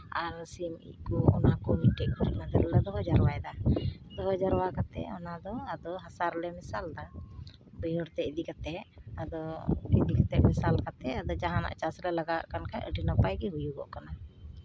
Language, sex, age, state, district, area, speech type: Santali, female, 45-60, West Bengal, Uttar Dinajpur, rural, spontaneous